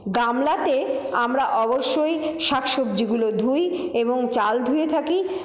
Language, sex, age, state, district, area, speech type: Bengali, female, 45-60, West Bengal, Paschim Bardhaman, urban, spontaneous